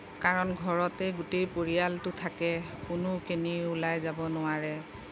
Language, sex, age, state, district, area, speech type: Assamese, female, 45-60, Assam, Darrang, rural, spontaneous